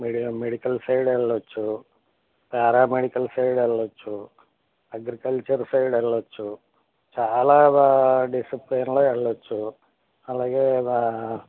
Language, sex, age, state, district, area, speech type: Telugu, male, 60+, Andhra Pradesh, West Godavari, rural, conversation